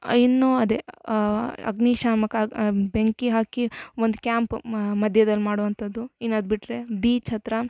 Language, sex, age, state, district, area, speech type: Kannada, female, 18-30, Karnataka, Shimoga, rural, spontaneous